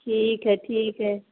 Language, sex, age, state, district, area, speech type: Hindi, female, 45-60, Bihar, Vaishali, rural, conversation